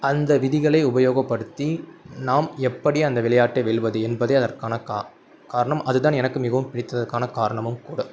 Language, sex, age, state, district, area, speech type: Tamil, male, 18-30, Tamil Nadu, Madurai, urban, spontaneous